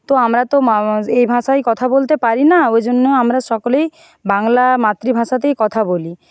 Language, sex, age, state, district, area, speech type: Bengali, female, 45-60, West Bengal, Nadia, rural, spontaneous